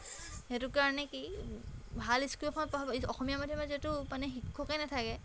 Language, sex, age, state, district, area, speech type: Assamese, female, 18-30, Assam, Golaghat, urban, spontaneous